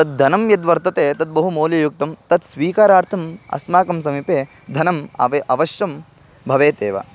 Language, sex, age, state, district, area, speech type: Sanskrit, male, 18-30, Karnataka, Bangalore Rural, rural, spontaneous